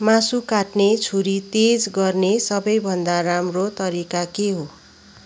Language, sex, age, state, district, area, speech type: Nepali, female, 30-45, West Bengal, Kalimpong, rural, read